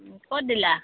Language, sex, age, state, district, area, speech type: Assamese, female, 30-45, Assam, Tinsukia, urban, conversation